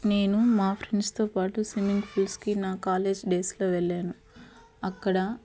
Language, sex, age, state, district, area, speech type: Telugu, female, 18-30, Andhra Pradesh, Eluru, urban, spontaneous